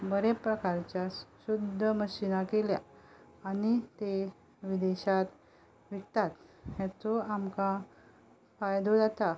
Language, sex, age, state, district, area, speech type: Goan Konkani, female, 45-60, Goa, Ponda, rural, spontaneous